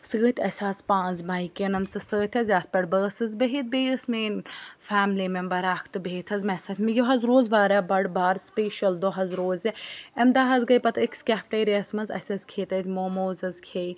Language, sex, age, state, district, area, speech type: Kashmiri, female, 18-30, Jammu and Kashmir, Bandipora, urban, spontaneous